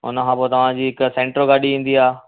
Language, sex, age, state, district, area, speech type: Sindhi, male, 30-45, Maharashtra, Thane, urban, conversation